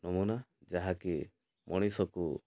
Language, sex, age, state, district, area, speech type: Odia, male, 60+, Odisha, Mayurbhanj, rural, spontaneous